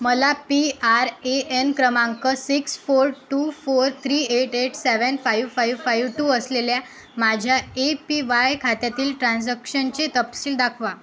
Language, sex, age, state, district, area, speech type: Marathi, female, 18-30, Maharashtra, Akola, urban, read